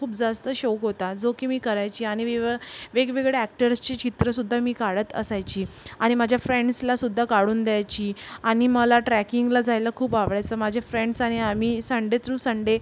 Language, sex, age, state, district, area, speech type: Marathi, female, 45-60, Maharashtra, Yavatmal, urban, spontaneous